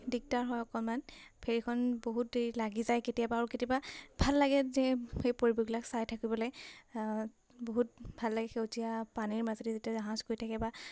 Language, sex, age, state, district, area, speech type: Assamese, female, 18-30, Assam, Majuli, urban, spontaneous